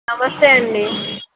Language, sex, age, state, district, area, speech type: Telugu, female, 18-30, Andhra Pradesh, N T Rama Rao, urban, conversation